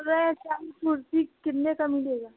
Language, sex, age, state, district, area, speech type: Hindi, female, 18-30, Uttar Pradesh, Jaunpur, rural, conversation